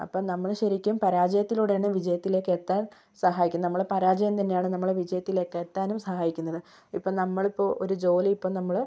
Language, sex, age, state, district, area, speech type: Malayalam, female, 18-30, Kerala, Kozhikode, rural, spontaneous